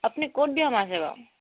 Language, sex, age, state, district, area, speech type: Assamese, female, 18-30, Assam, Dibrugarh, rural, conversation